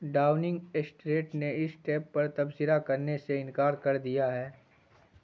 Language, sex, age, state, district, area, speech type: Urdu, male, 18-30, Bihar, Supaul, rural, read